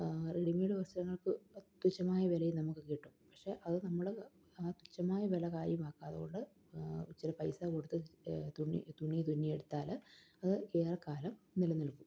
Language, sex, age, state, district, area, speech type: Malayalam, female, 30-45, Kerala, Palakkad, rural, spontaneous